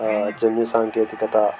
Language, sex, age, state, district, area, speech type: Telugu, male, 18-30, Telangana, Ranga Reddy, urban, spontaneous